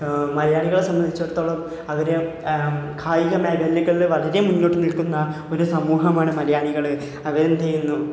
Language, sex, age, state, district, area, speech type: Malayalam, male, 18-30, Kerala, Malappuram, rural, spontaneous